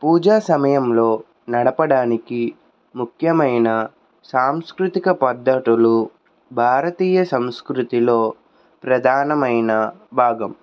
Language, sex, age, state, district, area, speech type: Telugu, male, 18-30, Andhra Pradesh, Krishna, urban, spontaneous